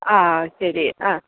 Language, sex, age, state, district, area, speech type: Malayalam, female, 30-45, Kerala, Idukki, rural, conversation